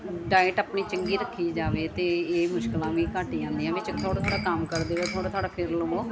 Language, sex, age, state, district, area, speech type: Punjabi, female, 45-60, Punjab, Gurdaspur, urban, spontaneous